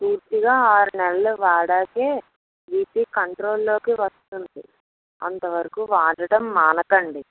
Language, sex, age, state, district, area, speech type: Telugu, female, 18-30, Andhra Pradesh, Anakapalli, rural, conversation